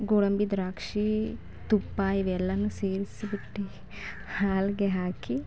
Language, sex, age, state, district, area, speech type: Kannada, female, 18-30, Karnataka, Mandya, rural, spontaneous